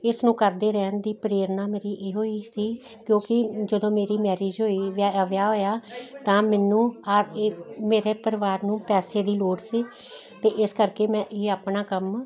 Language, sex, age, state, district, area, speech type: Punjabi, female, 60+, Punjab, Jalandhar, urban, spontaneous